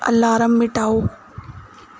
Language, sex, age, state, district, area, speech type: Punjabi, female, 18-30, Punjab, Gurdaspur, rural, read